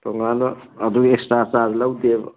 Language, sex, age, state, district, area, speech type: Manipuri, male, 60+, Manipur, Churachandpur, urban, conversation